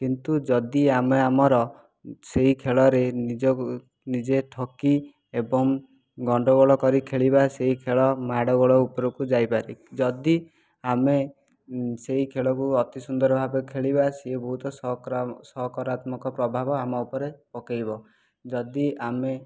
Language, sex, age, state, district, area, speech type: Odia, male, 18-30, Odisha, Jajpur, rural, spontaneous